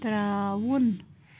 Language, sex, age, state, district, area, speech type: Kashmiri, female, 30-45, Jammu and Kashmir, Bandipora, rural, read